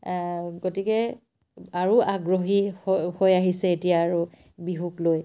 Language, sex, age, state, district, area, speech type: Assamese, female, 45-60, Assam, Dibrugarh, rural, spontaneous